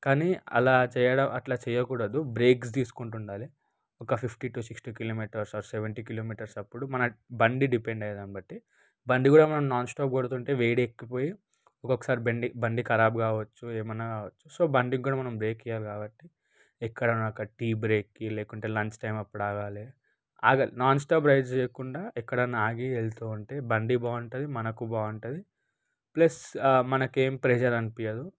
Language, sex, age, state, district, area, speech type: Telugu, male, 30-45, Telangana, Ranga Reddy, urban, spontaneous